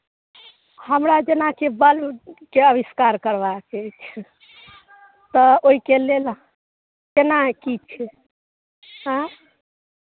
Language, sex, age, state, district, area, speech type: Maithili, female, 45-60, Bihar, Madhubani, rural, conversation